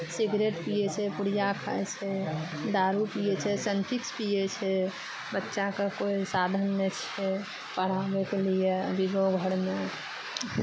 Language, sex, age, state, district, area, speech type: Maithili, female, 30-45, Bihar, Araria, rural, spontaneous